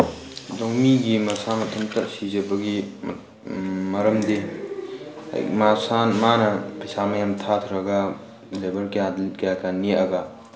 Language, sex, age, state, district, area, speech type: Manipuri, male, 18-30, Manipur, Tengnoupal, rural, spontaneous